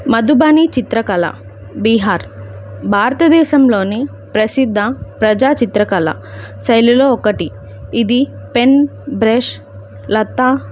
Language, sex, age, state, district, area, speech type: Telugu, female, 18-30, Andhra Pradesh, Alluri Sitarama Raju, rural, spontaneous